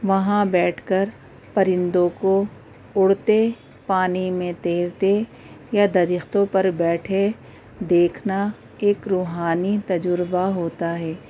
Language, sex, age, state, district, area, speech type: Urdu, female, 45-60, Delhi, North East Delhi, urban, spontaneous